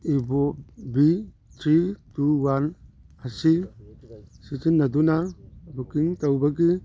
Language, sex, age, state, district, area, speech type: Manipuri, male, 18-30, Manipur, Churachandpur, rural, read